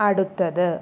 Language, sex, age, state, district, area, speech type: Malayalam, female, 30-45, Kerala, Palakkad, rural, read